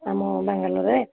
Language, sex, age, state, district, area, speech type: Odia, female, 30-45, Odisha, Sambalpur, rural, conversation